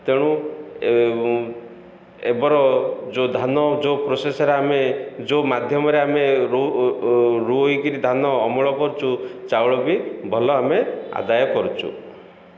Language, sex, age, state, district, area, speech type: Odia, male, 45-60, Odisha, Ganjam, urban, spontaneous